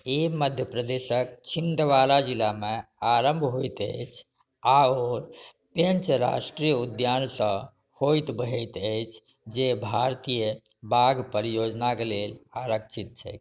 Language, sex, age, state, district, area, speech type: Maithili, male, 45-60, Bihar, Saharsa, rural, read